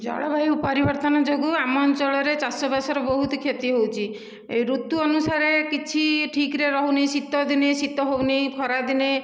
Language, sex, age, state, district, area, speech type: Odia, female, 45-60, Odisha, Dhenkanal, rural, spontaneous